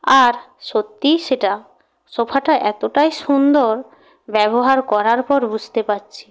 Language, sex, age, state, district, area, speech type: Bengali, female, 45-60, West Bengal, Purba Medinipur, rural, spontaneous